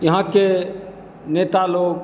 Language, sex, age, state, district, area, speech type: Hindi, male, 60+, Bihar, Begusarai, rural, spontaneous